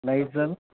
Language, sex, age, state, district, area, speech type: Tamil, male, 18-30, Tamil Nadu, Viluppuram, rural, conversation